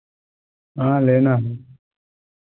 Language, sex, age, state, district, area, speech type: Hindi, male, 30-45, Uttar Pradesh, Ayodhya, rural, conversation